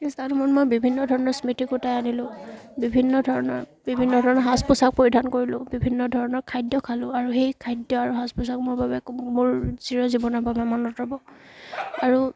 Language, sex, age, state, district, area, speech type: Assamese, female, 18-30, Assam, Charaideo, rural, spontaneous